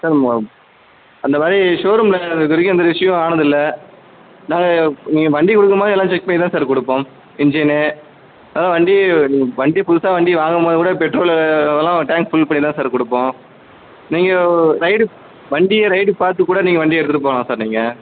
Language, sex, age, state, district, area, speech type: Tamil, male, 18-30, Tamil Nadu, Madurai, rural, conversation